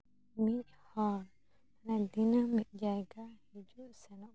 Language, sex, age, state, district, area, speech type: Santali, female, 18-30, West Bengal, Jhargram, rural, spontaneous